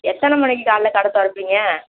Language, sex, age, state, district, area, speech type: Tamil, female, 60+, Tamil Nadu, Virudhunagar, rural, conversation